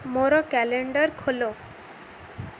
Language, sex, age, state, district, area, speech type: Odia, female, 18-30, Odisha, Ganjam, urban, read